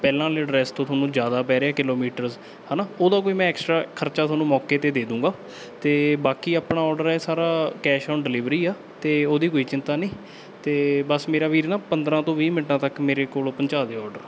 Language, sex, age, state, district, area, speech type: Punjabi, male, 18-30, Punjab, Bathinda, urban, spontaneous